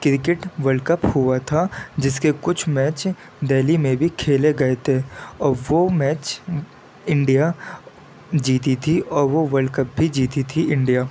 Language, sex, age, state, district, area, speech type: Urdu, male, 18-30, Delhi, Central Delhi, urban, spontaneous